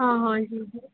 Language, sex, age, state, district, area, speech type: Hindi, female, 18-30, Madhya Pradesh, Harda, urban, conversation